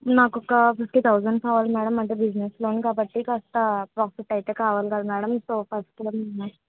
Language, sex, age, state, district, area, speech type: Telugu, female, 18-30, Andhra Pradesh, Kakinada, urban, conversation